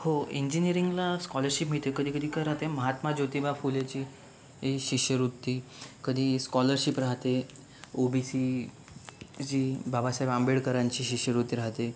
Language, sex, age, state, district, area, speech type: Marathi, male, 45-60, Maharashtra, Yavatmal, rural, spontaneous